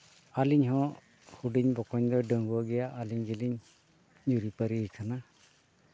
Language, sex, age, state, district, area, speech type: Santali, male, 60+, Jharkhand, East Singhbhum, rural, spontaneous